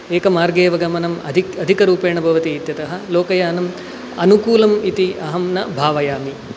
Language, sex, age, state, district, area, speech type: Sanskrit, male, 18-30, Karnataka, Dakshina Kannada, urban, spontaneous